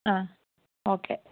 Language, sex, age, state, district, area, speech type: Malayalam, female, 18-30, Kerala, Kozhikode, rural, conversation